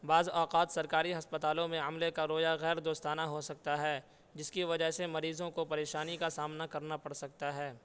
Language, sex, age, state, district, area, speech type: Urdu, male, 18-30, Uttar Pradesh, Saharanpur, urban, spontaneous